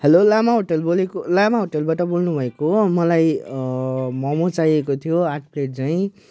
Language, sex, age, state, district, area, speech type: Nepali, male, 18-30, West Bengal, Jalpaiguri, rural, spontaneous